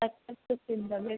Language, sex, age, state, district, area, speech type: Malayalam, female, 18-30, Kerala, Kasaragod, rural, conversation